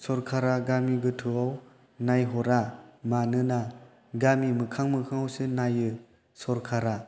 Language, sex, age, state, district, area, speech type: Bodo, male, 18-30, Assam, Chirang, rural, spontaneous